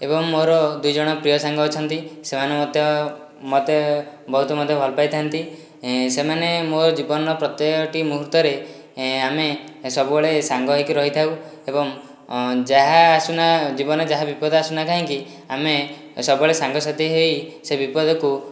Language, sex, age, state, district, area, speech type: Odia, male, 18-30, Odisha, Dhenkanal, rural, spontaneous